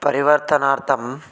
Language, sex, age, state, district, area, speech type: Sanskrit, male, 30-45, Telangana, Ranga Reddy, urban, spontaneous